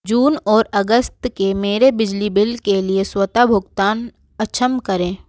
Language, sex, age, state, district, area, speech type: Hindi, female, 30-45, Madhya Pradesh, Bhopal, urban, read